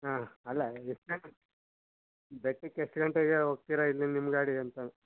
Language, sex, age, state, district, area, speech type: Kannada, male, 60+, Karnataka, Mysore, rural, conversation